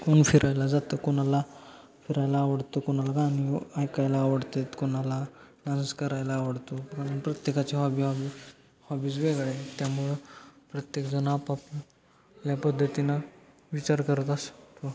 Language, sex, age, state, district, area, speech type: Marathi, male, 18-30, Maharashtra, Satara, urban, spontaneous